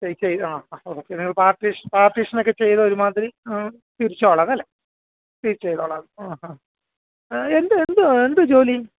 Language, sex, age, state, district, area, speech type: Malayalam, male, 30-45, Kerala, Alappuzha, rural, conversation